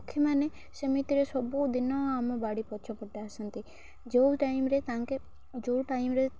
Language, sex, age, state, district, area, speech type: Odia, female, 18-30, Odisha, Malkangiri, urban, spontaneous